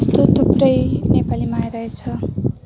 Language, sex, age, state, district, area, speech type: Nepali, female, 18-30, West Bengal, Jalpaiguri, rural, spontaneous